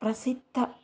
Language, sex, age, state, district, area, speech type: Kannada, female, 30-45, Karnataka, Davanagere, rural, spontaneous